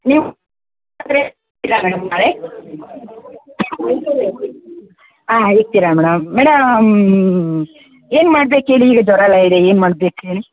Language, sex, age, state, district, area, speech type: Kannada, female, 30-45, Karnataka, Kodagu, rural, conversation